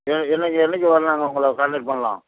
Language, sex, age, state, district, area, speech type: Tamil, male, 60+, Tamil Nadu, Tiruvarur, rural, conversation